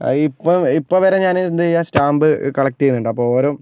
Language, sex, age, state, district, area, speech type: Malayalam, male, 18-30, Kerala, Kozhikode, urban, spontaneous